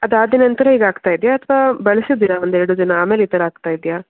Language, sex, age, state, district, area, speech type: Kannada, female, 18-30, Karnataka, Shimoga, rural, conversation